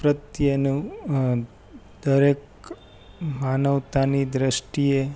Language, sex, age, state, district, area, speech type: Gujarati, male, 30-45, Gujarat, Rajkot, rural, spontaneous